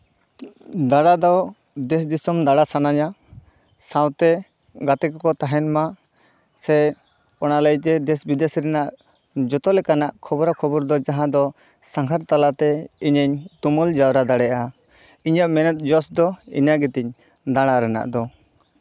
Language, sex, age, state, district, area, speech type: Santali, male, 18-30, West Bengal, Bankura, rural, spontaneous